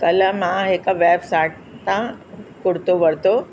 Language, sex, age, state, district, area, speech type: Sindhi, female, 60+, Uttar Pradesh, Lucknow, rural, spontaneous